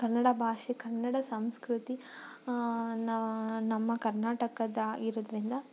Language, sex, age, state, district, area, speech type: Kannada, female, 30-45, Karnataka, Tumkur, rural, spontaneous